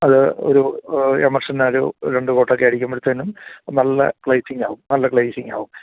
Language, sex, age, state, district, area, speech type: Malayalam, male, 45-60, Kerala, Idukki, rural, conversation